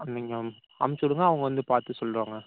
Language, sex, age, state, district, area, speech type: Tamil, male, 30-45, Tamil Nadu, Tiruvarur, rural, conversation